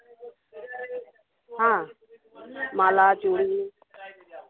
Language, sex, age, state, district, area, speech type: Bengali, female, 30-45, West Bengal, Uttar Dinajpur, urban, conversation